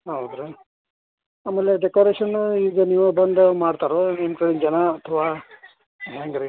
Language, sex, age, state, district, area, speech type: Kannada, male, 60+, Karnataka, Gadag, rural, conversation